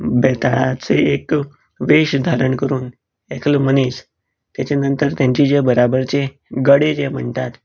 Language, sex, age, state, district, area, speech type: Goan Konkani, male, 18-30, Goa, Canacona, rural, spontaneous